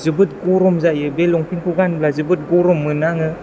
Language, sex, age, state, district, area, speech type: Bodo, male, 18-30, Assam, Chirang, rural, spontaneous